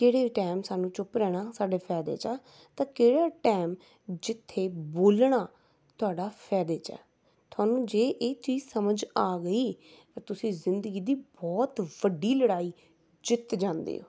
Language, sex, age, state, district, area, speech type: Punjabi, female, 30-45, Punjab, Rupnagar, urban, spontaneous